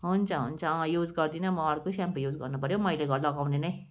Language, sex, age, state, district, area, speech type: Nepali, female, 30-45, West Bengal, Darjeeling, rural, spontaneous